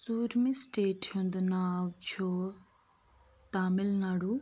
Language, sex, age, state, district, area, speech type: Kashmiri, female, 18-30, Jammu and Kashmir, Pulwama, rural, spontaneous